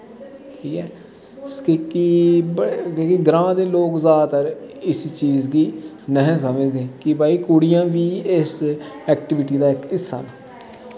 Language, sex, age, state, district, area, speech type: Dogri, male, 30-45, Jammu and Kashmir, Udhampur, rural, spontaneous